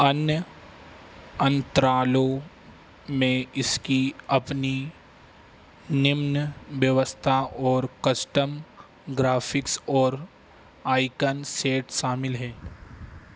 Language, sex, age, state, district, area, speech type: Hindi, male, 30-45, Madhya Pradesh, Harda, urban, read